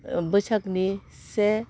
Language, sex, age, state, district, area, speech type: Bodo, female, 60+, Assam, Udalguri, urban, spontaneous